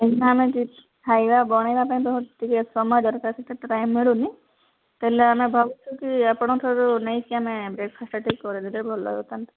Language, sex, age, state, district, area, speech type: Odia, female, 30-45, Odisha, Sundergarh, urban, conversation